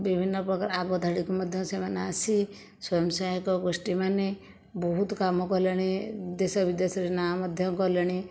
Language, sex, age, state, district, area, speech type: Odia, female, 60+, Odisha, Khordha, rural, spontaneous